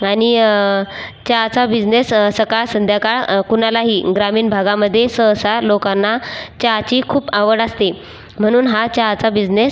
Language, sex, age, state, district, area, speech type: Marathi, female, 18-30, Maharashtra, Buldhana, rural, spontaneous